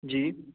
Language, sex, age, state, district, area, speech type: Punjabi, male, 18-30, Punjab, Patiala, urban, conversation